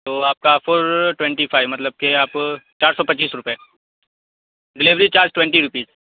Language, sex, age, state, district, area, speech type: Urdu, male, 18-30, Bihar, Saharsa, rural, conversation